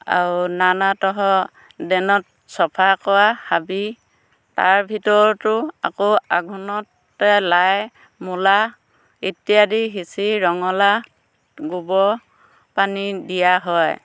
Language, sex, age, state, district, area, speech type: Assamese, female, 45-60, Assam, Dhemaji, rural, spontaneous